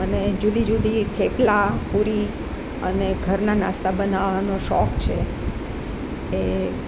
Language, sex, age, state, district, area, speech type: Gujarati, female, 60+, Gujarat, Rajkot, urban, spontaneous